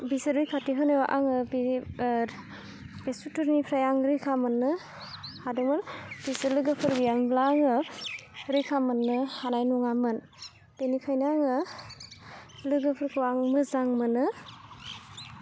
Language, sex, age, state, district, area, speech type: Bodo, female, 18-30, Assam, Udalguri, rural, spontaneous